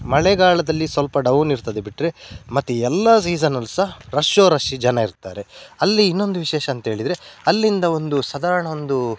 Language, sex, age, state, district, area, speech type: Kannada, male, 30-45, Karnataka, Udupi, rural, spontaneous